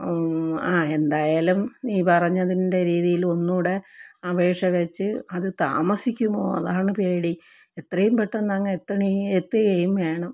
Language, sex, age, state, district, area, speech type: Malayalam, female, 45-60, Kerala, Thiruvananthapuram, rural, spontaneous